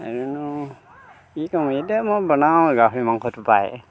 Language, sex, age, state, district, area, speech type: Assamese, male, 60+, Assam, Dhemaji, rural, spontaneous